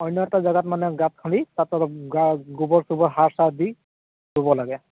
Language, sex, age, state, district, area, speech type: Assamese, male, 30-45, Assam, Tinsukia, rural, conversation